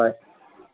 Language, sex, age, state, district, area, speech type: Assamese, male, 18-30, Assam, Lakhimpur, rural, conversation